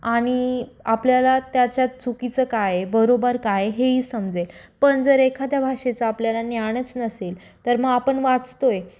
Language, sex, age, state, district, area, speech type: Marathi, female, 18-30, Maharashtra, Nashik, urban, spontaneous